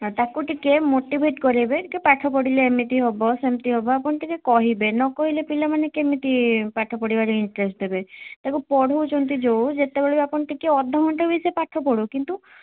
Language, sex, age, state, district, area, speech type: Odia, female, 18-30, Odisha, Balasore, rural, conversation